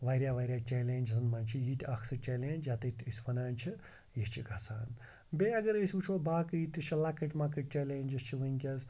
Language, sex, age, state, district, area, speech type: Kashmiri, male, 45-60, Jammu and Kashmir, Srinagar, urban, spontaneous